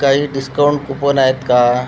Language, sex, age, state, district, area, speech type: Marathi, male, 30-45, Maharashtra, Washim, rural, spontaneous